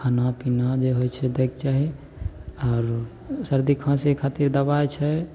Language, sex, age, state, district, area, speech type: Maithili, male, 18-30, Bihar, Begusarai, urban, spontaneous